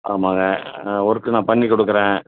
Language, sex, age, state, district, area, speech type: Tamil, male, 60+, Tamil Nadu, Ariyalur, rural, conversation